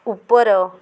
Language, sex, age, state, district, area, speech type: Odia, female, 45-60, Odisha, Mayurbhanj, rural, read